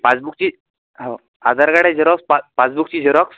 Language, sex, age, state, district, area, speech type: Marathi, male, 18-30, Maharashtra, Washim, rural, conversation